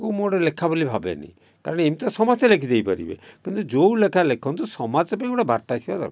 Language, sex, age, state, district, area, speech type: Odia, male, 60+, Odisha, Kalahandi, rural, spontaneous